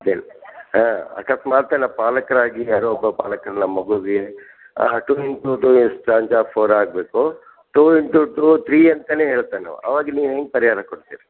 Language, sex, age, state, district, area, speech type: Kannada, male, 60+, Karnataka, Gulbarga, urban, conversation